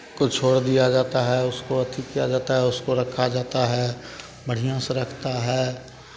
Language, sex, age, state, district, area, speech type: Hindi, male, 45-60, Bihar, Begusarai, urban, spontaneous